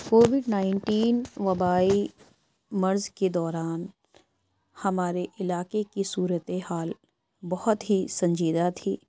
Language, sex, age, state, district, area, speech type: Urdu, female, 18-30, Uttar Pradesh, Lucknow, rural, spontaneous